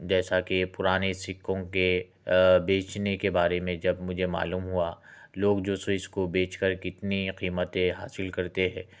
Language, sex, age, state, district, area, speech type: Urdu, male, 30-45, Telangana, Hyderabad, urban, spontaneous